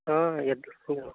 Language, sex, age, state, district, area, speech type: Telugu, male, 60+, Andhra Pradesh, Eluru, rural, conversation